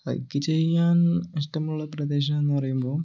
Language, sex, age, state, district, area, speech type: Malayalam, male, 18-30, Kerala, Kannur, urban, spontaneous